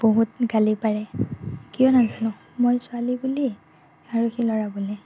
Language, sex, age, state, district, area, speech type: Assamese, female, 30-45, Assam, Morigaon, rural, spontaneous